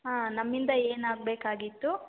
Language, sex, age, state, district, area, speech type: Kannada, female, 18-30, Karnataka, Chitradurga, rural, conversation